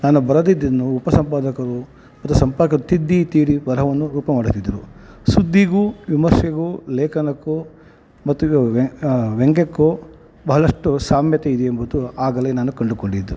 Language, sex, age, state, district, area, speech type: Kannada, male, 45-60, Karnataka, Kolar, rural, spontaneous